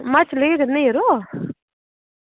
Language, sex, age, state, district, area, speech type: Dogri, female, 18-30, Jammu and Kashmir, Udhampur, rural, conversation